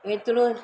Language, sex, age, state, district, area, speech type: Sindhi, female, 60+, Gujarat, Surat, urban, spontaneous